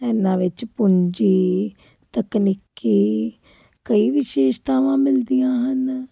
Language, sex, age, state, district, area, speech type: Punjabi, female, 30-45, Punjab, Fazilka, rural, spontaneous